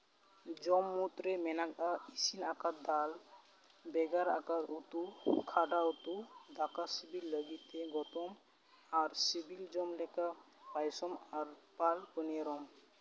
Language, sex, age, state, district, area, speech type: Santali, male, 18-30, West Bengal, Malda, rural, read